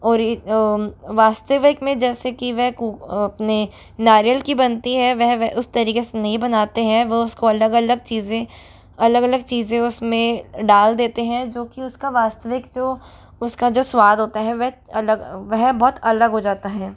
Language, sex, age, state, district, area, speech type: Hindi, female, 18-30, Rajasthan, Jodhpur, urban, spontaneous